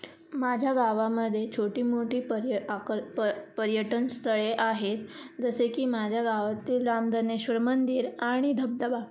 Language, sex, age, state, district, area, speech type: Marathi, female, 18-30, Maharashtra, Raigad, rural, spontaneous